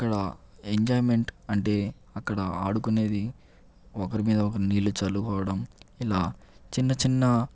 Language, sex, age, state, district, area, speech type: Telugu, male, 18-30, Andhra Pradesh, Chittoor, urban, spontaneous